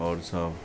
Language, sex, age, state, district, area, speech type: Maithili, male, 45-60, Bihar, Araria, rural, spontaneous